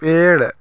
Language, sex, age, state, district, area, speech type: Hindi, male, 30-45, Rajasthan, Bharatpur, rural, read